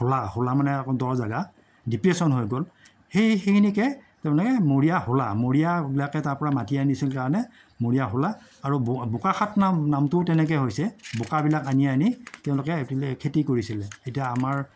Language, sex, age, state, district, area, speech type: Assamese, male, 60+, Assam, Morigaon, rural, spontaneous